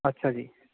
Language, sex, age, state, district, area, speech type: Punjabi, male, 45-60, Punjab, Jalandhar, urban, conversation